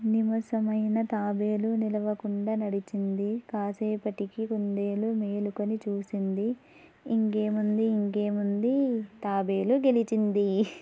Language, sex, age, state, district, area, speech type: Telugu, female, 18-30, Andhra Pradesh, Anantapur, urban, spontaneous